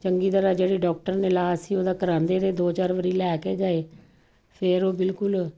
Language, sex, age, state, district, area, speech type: Punjabi, female, 45-60, Punjab, Kapurthala, urban, spontaneous